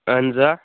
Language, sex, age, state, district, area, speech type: Kashmiri, male, 18-30, Jammu and Kashmir, Kupwara, urban, conversation